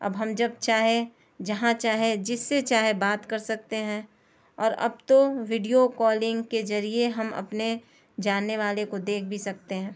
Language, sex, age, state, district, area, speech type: Urdu, female, 30-45, Delhi, South Delhi, urban, spontaneous